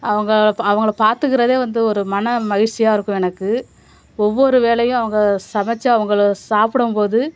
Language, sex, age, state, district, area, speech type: Tamil, female, 30-45, Tamil Nadu, Nagapattinam, urban, spontaneous